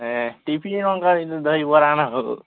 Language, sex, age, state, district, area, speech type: Odia, male, 18-30, Odisha, Nuapada, urban, conversation